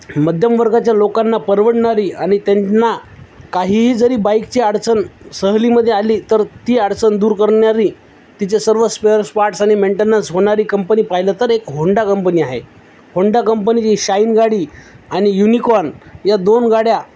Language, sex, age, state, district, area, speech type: Marathi, male, 30-45, Maharashtra, Nanded, urban, spontaneous